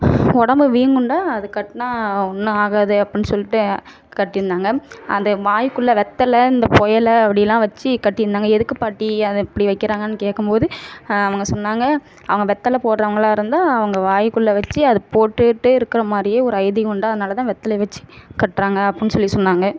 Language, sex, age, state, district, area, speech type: Tamil, female, 45-60, Tamil Nadu, Ariyalur, rural, spontaneous